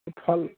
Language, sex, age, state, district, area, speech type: Bengali, male, 45-60, West Bengal, Cooch Behar, urban, conversation